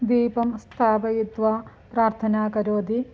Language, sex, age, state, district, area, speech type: Sanskrit, female, 30-45, Kerala, Thiruvananthapuram, urban, spontaneous